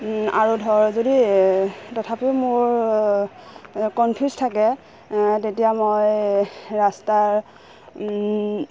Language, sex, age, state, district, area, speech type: Assamese, female, 30-45, Assam, Udalguri, rural, spontaneous